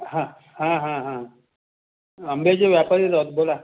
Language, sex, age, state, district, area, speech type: Marathi, male, 45-60, Maharashtra, Raigad, rural, conversation